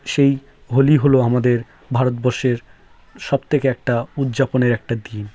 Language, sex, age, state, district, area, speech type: Bengali, male, 18-30, West Bengal, South 24 Parganas, rural, spontaneous